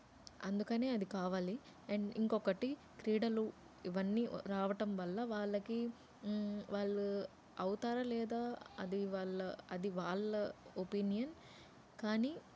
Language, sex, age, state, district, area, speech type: Telugu, female, 30-45, Andhra Pradesh, Nellore, urban, spontaneous